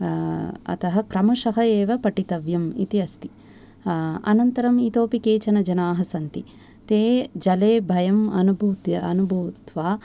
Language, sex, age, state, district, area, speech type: Sanskrit, female, 45-60, Tamil Nadu, Thanjavur, urban, spontaneous